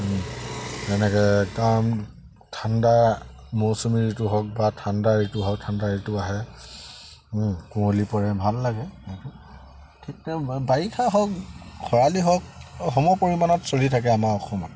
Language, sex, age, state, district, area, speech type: Assamese, male, 45-60, Assam, Charaideo, rural, spontaneous